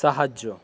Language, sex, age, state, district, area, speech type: Bengali, male, 18-30, West Bengal, Paschim Medinipur, rural, read